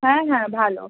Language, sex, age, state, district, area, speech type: Bengali, female, 18-30, West Bengal, Howrah, urban, conversation